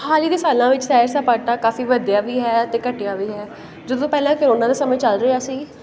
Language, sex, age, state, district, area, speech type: Punjabi, female, 18-30, Punjab, Pathankot, rural, spontaneous